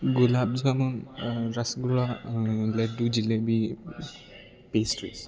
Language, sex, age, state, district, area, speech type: Malayalam, male, 18-30, Kerala, Idukki, rural, spontaneous